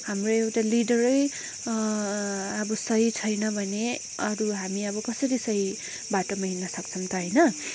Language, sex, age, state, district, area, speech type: Nepali, female, 45-60, West Bengal, Darjeeling, rural, spontaneous